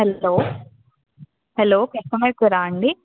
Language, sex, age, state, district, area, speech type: Telugu, female, 18-30, Telangana, Kamareddy, urban, conversation